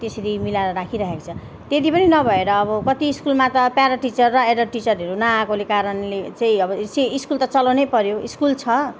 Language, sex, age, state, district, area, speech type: Nepali, female, 30-45, West Bengal, Jalpaiguri, urban, spontaneous